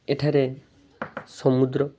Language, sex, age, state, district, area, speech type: Odia, male, 18-30, Odisha, Balasore, rural, spontaneous